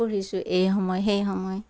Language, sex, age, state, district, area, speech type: Assamese, female, 60+, Assam, Darrang, rural, spontaneous